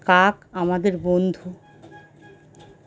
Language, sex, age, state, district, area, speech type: Bengali, female, 45-60, West Bengal, Howrah, urban, spontaneous